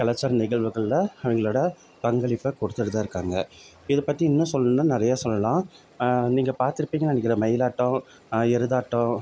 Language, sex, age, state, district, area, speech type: Tamil, male, 30-45, Tamil Nadu, Salem, urban, spontaneous